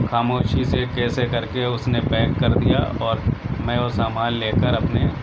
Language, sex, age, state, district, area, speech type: Urdu, male, 60+, Uttar Pradesh, Shahjahanpur, rural, spontaneous